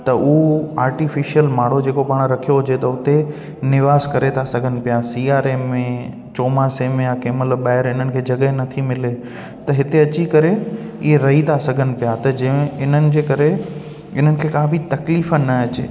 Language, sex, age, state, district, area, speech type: Sindhi, male, 18-30, Gujarat, Junagadh, urban, spontaneous